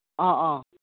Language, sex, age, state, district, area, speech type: Manipuri, female, 60+, Manipur, Imphal West, urban, conversation